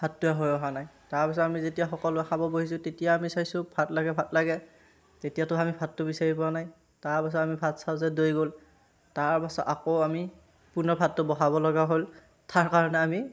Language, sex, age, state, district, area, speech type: Assamese, male, 30-45, Assam, Darrang, rural, spontaneous